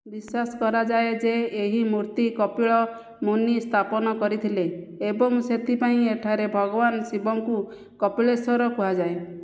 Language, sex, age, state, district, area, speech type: Odia, female, 30-45, Odisha, Jajpur, rural, read